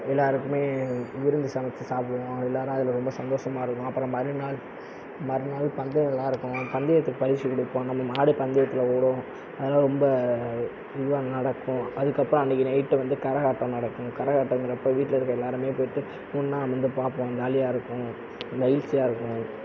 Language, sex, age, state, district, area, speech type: Tamil, male, 30-45, Tamil Nadu, Sivaganga, rural, spontaneous